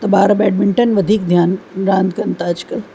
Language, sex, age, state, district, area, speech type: Sindhi, female, 45-60, Uttar Pradesh, Lucknow, rural, spontaneous